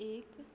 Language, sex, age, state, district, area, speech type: Goan Konkani, female, 18-30, Goa, Quepem, rural, spontaneous